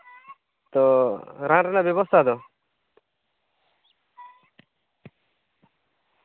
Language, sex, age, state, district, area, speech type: Santali, male, 18-30, West Bengal, Purulia, rural, conversation